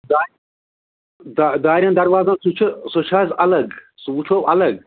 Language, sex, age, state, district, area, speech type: Kashmiri, male, 45-60, Jammu and Kashmir, Ganderbal, rural, conversation